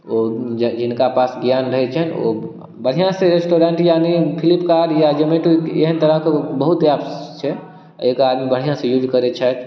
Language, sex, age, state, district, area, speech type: Maithili, male, 18-30, Bihar, Darbhanga, rural, spontaneous